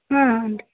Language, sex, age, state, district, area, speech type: Kannada, female, 60+, Karnataka, Belgaum, rural, conversation